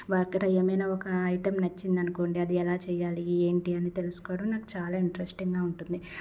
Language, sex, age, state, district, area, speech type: Telugu, female, 30-45, Andhra Pradesh, Palnadu, rural, spontaneous